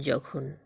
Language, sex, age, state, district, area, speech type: Bengali, female, 45-60, West Bengal, Dakshin Dinajpur, urban, spontaneous